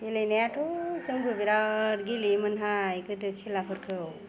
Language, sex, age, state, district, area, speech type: Bodo, female, 45-60, Assam, Kokrajhar, rural, spontaneous